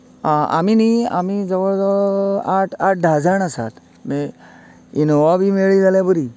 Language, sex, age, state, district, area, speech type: Goan Konkani, male, 45-60, Goa, Canacona, rural, spontaneous